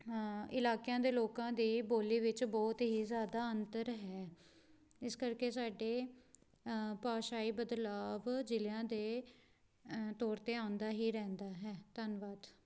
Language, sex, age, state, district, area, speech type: Punjabi, female, 18-30, Punjab, Pathankot, rural, spontaneous